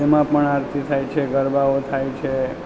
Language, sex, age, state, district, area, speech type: Gujarati, male, 30-45, Gujarat, Valsad, rural, spontaneous